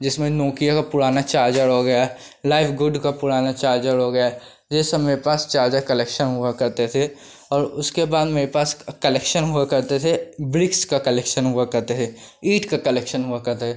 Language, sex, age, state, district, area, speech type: Hindi, male, 18-30, Uttar Pradesh, Pratapgarh, rural, spontaneous